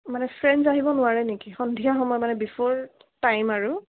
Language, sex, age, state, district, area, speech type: Assamese, female, 45-60, Assam, Darrang, urban, conversation